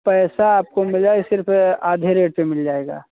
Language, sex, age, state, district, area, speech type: Hindi, male, 45-60, Uttar Pradesh, Hardoi, rural, conversation